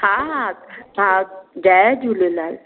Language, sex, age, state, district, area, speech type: Sindhi, female, 60+, Maharashtra, Mumbai Suburban, urban, conversation